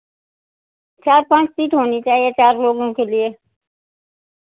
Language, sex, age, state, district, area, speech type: Hindi, female, 60+, Uttar Pradesh, Sitapur, rural, conversation